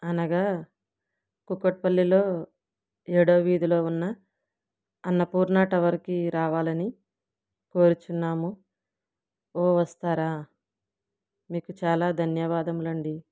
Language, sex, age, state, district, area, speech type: Telugu, female, 60+, Andhra Pradesh, East Godavari, rural, spontaneous